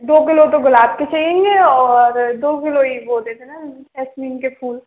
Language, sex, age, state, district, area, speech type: Hindi, female, 18-30, Rajasthan, Karauli, urban, conversation